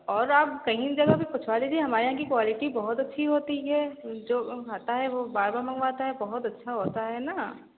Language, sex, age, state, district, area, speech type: Hindi, female, 30-45, Uttar Pradesh, Sitapur, rural, conversation